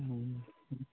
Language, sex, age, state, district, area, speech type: Manipuri, male, 30-45, Manipur, Thoubal, rural, conversation